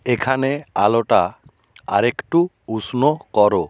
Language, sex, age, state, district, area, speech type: Bengali, male, 60+, West Bengal, Nadia, rural, read